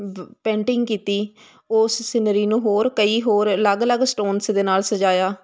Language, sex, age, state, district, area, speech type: Punjabi, female, 30-45, Punjab, Hoshiarpur, rural, spontaneous